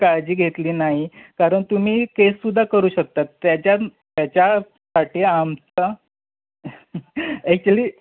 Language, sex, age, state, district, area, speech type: Marathi, male, 30-45, Maharashtra, Sangli, urban, conversation